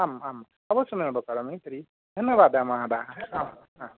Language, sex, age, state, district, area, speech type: Sanskrit, male, 30-45, West Bengal, Murshidabad, rural, conversation